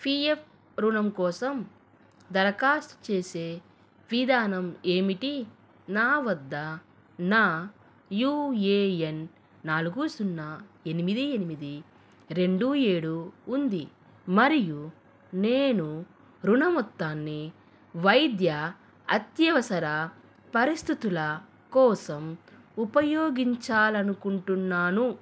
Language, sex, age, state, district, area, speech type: Telugu, female, 30-45, Andhra Pradesh, Krishna, urban, read